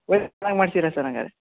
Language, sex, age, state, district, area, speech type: Kannada, male, 18-30, Karnataka, Shimoga, rural, conversation